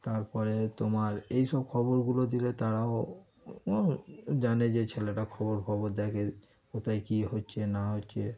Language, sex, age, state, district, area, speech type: Bengali, male, 30-45, West Bengal, Darjeeling, rural, spontaneous